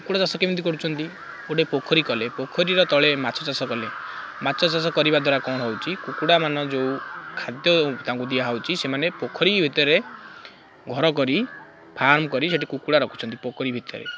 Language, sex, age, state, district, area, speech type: Odia, male, 18-30, Odisha, Kendrapara, urban, spontaneous